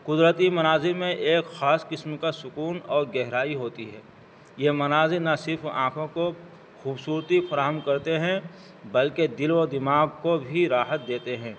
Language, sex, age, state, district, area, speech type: Urdu, male, 60+, Delhi, North East Delhi, urban, spontaneous